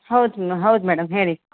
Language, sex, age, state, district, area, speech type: Kannada, female, 30-45, Karnataka, Uttara Kannada, rural, conversation